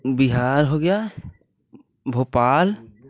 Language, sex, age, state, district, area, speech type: Hindi, male, 18-30, Uttar Pradesh, Jaunpur, rural, spontaneous